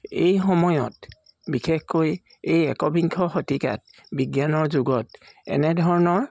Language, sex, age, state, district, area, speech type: Assamese, male, 45-60, Assam, Charaideo, urban, spontaneous